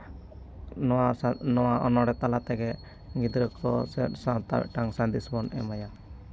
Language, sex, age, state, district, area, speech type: Santali, male, 18-30, West Bengal, Bankura, rural, spontaneous